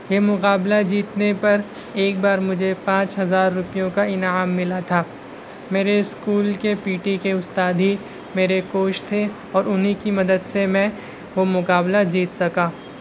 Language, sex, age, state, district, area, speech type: Urdu, male, 18-30, Maharashtra, Nashik, urban, spontaneous